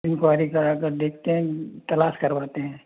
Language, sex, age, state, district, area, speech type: Hindi, male, 60+, Rajasthan, Jaipur, urban, conversation